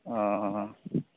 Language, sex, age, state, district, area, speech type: Hindi, male, 30-45, Bihar, Madhepura, rural, conversation